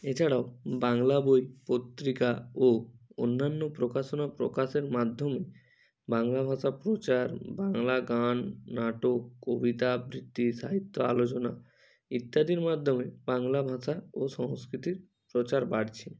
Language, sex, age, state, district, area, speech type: Bengali, male, 30-45, West Bengal, Hooghly, urban, spontaneous